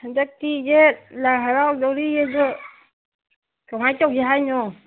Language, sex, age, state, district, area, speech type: Manipuri, female, 30-45, Manipur, Imphal East, rural, conversation